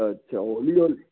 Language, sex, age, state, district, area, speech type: Punjabi, male, 60+, Punjab, Fazilka, rural, conversation